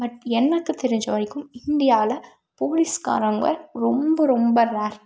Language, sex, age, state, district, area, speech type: Tamil, female, 18-30, Tamil Nadu, Tiruppur, rural, spontaneous